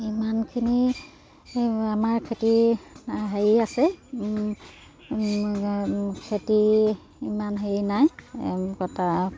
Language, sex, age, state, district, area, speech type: Assamese, female, 30-45, Assam, Dibrugarh, urban, spontaneous